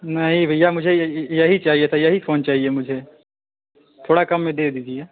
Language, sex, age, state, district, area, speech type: Hindi, male, 18-30, Uttar Pradesh, Prayagraj, urban, conversation